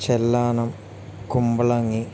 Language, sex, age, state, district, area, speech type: Malayalam, male, 30-45, Kerala, Wayanad, rural, spontaneous